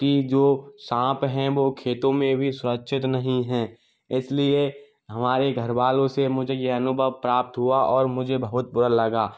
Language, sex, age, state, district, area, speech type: Hindi, male, 30-45, Rajasthan, Karauli, urban, spontaneous